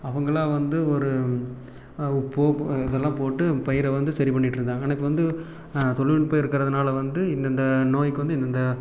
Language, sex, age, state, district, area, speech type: Tamil, male, 18-30, Tamil Nadu, Erode, rural, spontaneous